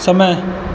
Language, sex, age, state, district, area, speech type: Maithili, male, 18-30, Bihar, Purnia, urban, read